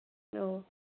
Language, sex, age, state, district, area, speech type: Manipuri, female, 18-30, Manipur, Senapati, rural, conversation